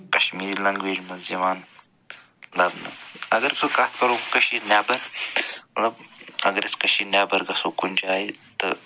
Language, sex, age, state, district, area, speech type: Kashmiri, male, 45-60, Jammu and Kashmir, Budgam, urban, spontaneous